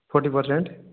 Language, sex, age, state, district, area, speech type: Odia, male, 18-30, Odisha, Nabarangpur, urban, conversation